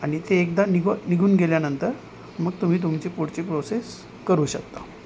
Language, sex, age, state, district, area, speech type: Marathi, male, 30-45, Maharashtra, Nanded, rural, spontaneous